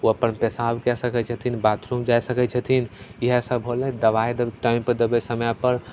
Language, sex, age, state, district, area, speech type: Maithili, male, 18-30, Bihar, Begusarai, rural, spontaneous